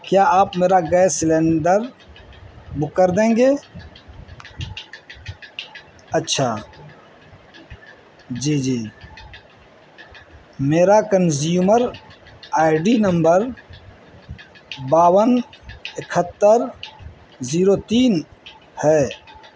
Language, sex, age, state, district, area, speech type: Urdu, male, 60+, Bihar, Madhubani, rural, spontaneous